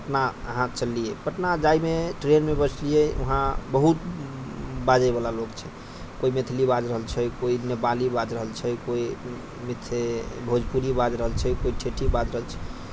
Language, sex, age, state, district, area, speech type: Maithili, male, 45-60, Bihar, Purnia, rural, spontaneous